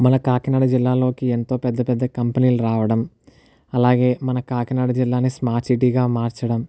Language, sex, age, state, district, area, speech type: Telugu, male, 18-30, Andhra Pradesh, Kakinada, urban, spontaneous